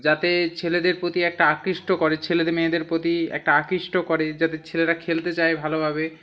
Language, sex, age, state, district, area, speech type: Bengali, male, 18-30, West Bengal, Hooghly, urban, spontaneous